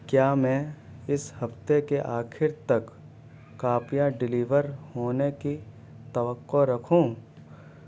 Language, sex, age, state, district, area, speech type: Urdu, male, 18-30, Delhi, South Delhi, urban, read